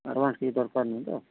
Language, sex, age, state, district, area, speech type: Odia, male, 45-60, Odisha, Sundergarh, rural, conversation